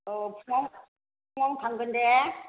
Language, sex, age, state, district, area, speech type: Bodo, female, 60+, Assam, Chirang, urban, conversation